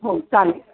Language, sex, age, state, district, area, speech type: Marathi, female, 30-45, Maharashtra, Sindhudurg, rural, conversation